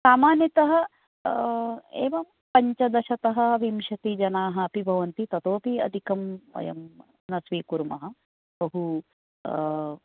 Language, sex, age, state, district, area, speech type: Sanskrit, female, 45-60, Karnataka, Uttara Kannada, urban, conversation